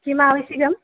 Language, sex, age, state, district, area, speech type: Sanskrit, female, 18-30, Kerala, Thrissur, urban, conversation